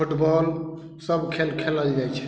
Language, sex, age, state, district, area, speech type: Maithili, male, 45-60, Bihar, Madhubani, rural, spontaneous